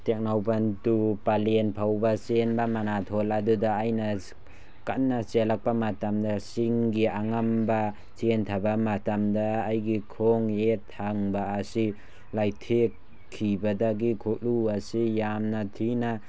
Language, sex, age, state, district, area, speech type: Manipuri, male, 18-30, Manipur, Tengnoupal, rural, spontaneous